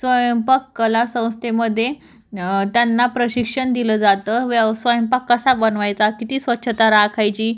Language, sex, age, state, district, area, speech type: Marathi, female, 18-30, Maharashtra, Jalna, urban, spontaneous